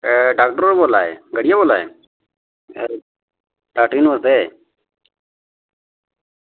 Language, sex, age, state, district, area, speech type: Dogri, male, 30-45, Jammu and Kashmir, Reasi, rural, conversation